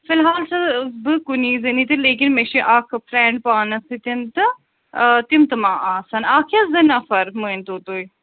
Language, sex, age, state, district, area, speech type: Kashmiri, female, 60+, Jammu and Kashmir, Srinagar, urban, conversation